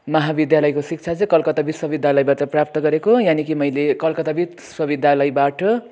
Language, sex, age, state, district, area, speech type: Nepali, male, 18-30, West Bengal, Kalimpong, rural, spontaneous